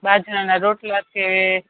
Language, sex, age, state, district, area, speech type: Gujarati, female, 30-45, Gujarat, Rajkot, urban, conversation